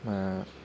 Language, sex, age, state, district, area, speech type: Bodo, male, 18-30, Assam, Baksa, rural, spontaneous